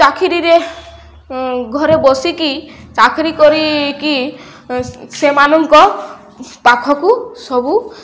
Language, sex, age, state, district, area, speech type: Odia, female, 18-30, Odisha, Balangir, urban, spontaneous